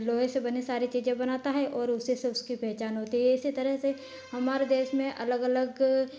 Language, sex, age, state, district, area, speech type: Hindi, female, 18-30, Madhya Pradesh, Ujjain, rural, spontaneous